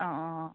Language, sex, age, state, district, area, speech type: Assamese, female, 30-45, Assam, Charaideo, rural, conversation